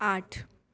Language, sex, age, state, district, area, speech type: Gujarati, female, 18-30, Gujarat, Mehsana, rural, read